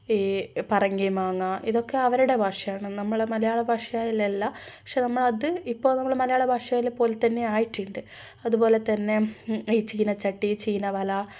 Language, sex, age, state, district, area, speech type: Malayalam, female, 18-30, Kerala, Kannur, rural, spontaneous